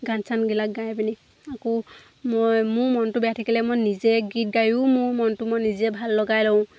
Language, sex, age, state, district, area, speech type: Assamese, female, 18-30, Assam, Lakhimpur, rural, spontaneous